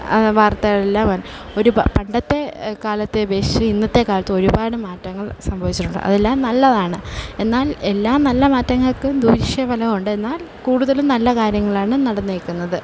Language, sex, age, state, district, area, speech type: Malayalam, female, 18-30, Kerala, Kollam, rural, spontaneous